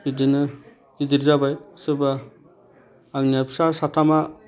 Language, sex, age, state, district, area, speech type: Bodo, male, 60+, Assam, Udalguri, rural, spontaneous